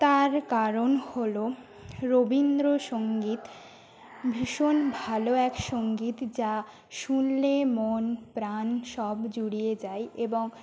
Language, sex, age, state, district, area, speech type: Bengali, female, 18-30, West Bengal, Jhargram, rural, spontaneous